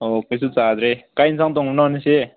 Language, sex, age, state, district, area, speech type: Manipuri, male, 18-30, Manipur, Senapati, rural, conversation